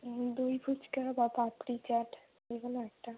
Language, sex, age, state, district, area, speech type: Bengali, female, 18-30, West Bengal, Jalpaiguri, rural, conversation